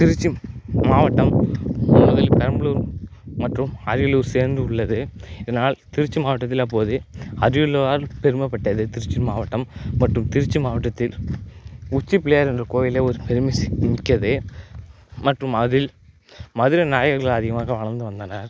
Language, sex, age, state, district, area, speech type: Tamil, male, 30-45, Tamil Nadu, Tiruchirappalli, rural, spontaneous